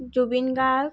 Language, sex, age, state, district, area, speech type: Assamese, female, 18-30, Assam, Tinsukia, rural, spontaneous